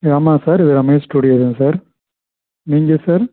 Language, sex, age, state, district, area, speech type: Tamil, male, 30-45, Tamil Nadu, Pudukkottai, rural, conversation